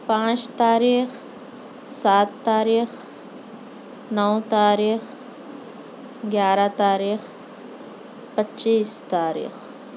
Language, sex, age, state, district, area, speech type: Urdu, female, 18-30, Telangana, Hyderabad, urban, spontaneous